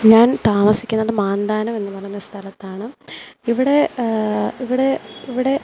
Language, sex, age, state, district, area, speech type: Malayalam, female, 18-30, Kerala, Pathanamthitta, rural, spontaneous